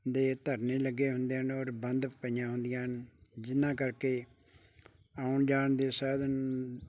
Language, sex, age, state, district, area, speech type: Punjabi, male, 60+, Punjab, Bathinda, rural, spontaneous